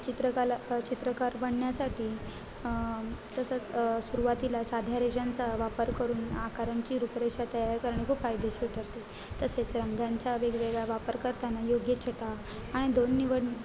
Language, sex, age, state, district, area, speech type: Marathi, female, 18-30, Maharashtra, Ratnagiri, rural, spontaneous